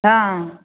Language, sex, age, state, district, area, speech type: Maithili, female, 45-60, Bihar, Darbhanga, urban, conversation